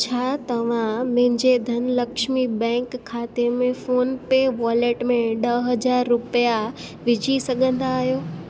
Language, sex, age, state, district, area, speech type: Sindhi, female, 18-30, Gujarat, Junagadh, rural, read